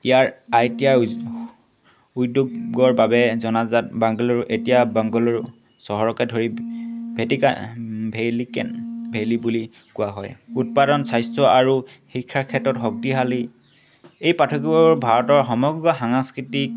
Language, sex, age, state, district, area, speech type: Assamese, male, 18-30, Assam, Tinsukia, urban, spontaneous